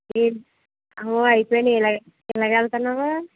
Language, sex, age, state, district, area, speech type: Telugu, female, 30-45, Andhra Pradesh, East Godavari, rural, conversation